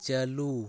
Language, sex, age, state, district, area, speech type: Santali, male, 18-30, West Bengal, Birbhum, rural, read